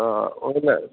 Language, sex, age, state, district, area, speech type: Maithili, male, 45-60, Bihar, Madhubani, rural, conversation